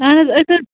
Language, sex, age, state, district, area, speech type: Kashmiri, female, 30-45, Jammu and Kashmir, Bandipora, rural, conversation